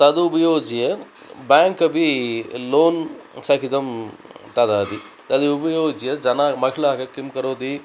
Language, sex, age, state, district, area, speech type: Sanskrit, male, 60+, Tamil Nadu, Coimbatore, urban, spontaneous